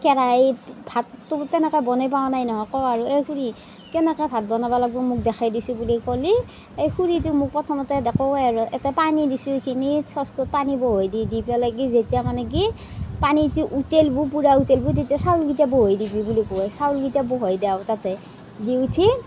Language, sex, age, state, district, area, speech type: Assamese, female, 30-45, Assam, Darrang, rural, spontaneous